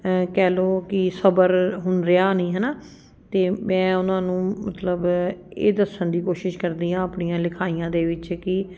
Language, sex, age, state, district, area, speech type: Punjabi, female, 45-60, Punjab, Ludhiana, urban, spontaneous